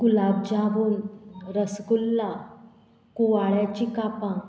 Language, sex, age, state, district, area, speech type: Goan Konkani, female, 45-60, Goa, Murmgao, rural, spontaneous